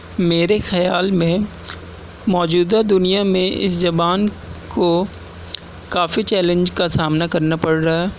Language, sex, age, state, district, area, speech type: Urdu, male, 18-30, Delhi, South Delhi, urban, spontaneous